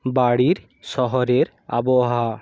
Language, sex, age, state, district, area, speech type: Bengali, male, 45-60, West Bengal, Purba Medinipur, rural, read